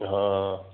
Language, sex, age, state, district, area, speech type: Sindhi, male, 60+, Gujarat, Kutch, urban, conversation